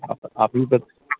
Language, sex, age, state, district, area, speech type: Hindi, male, 30-45, Bihar, Samastipur, urban, conversation